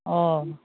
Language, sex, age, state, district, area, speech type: Assamese, female, 45-60, Assam, Udalguri, rural, conversation